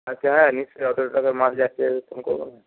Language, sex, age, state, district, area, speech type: Bengali, male, 45-60, West Bengal, Hooghly, urban, conversation